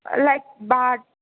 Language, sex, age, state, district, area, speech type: Telugu, female, 18-30, Telangana, Mulugu, urban, conversation